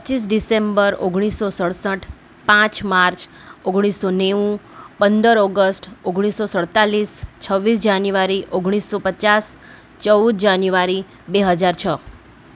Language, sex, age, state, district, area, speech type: Gujarati, female, 30-45, Gujarat, Ahmedabad, urban, spontaneous